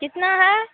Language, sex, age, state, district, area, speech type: Hindi, female, 45-60, Bihar, Madhepura, rural, conversation